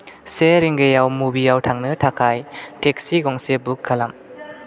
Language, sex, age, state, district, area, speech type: Bodo, male, 18-30, Assam, Chirang, rural, read